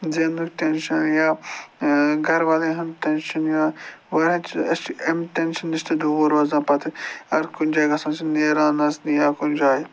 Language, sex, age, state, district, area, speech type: Kashmiri, male, 45-60, Jammu and Kashmir, Budgam, urban, spontaneous